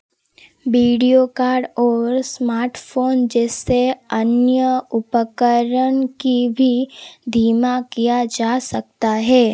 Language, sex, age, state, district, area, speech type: Hindi, female, 18-30, Madhya Pradesh, Seoni, urban, read